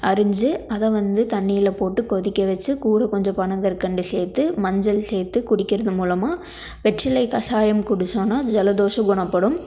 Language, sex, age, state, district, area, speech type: Tamil, female, 18-30, Tamil Nadu, Tiruppur, rural, spontaneous